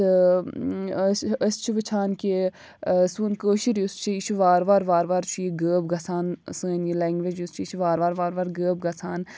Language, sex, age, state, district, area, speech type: Kashmiri, female, 18-30, Jammu and Kashmir, Bandipora, rural, spontaneous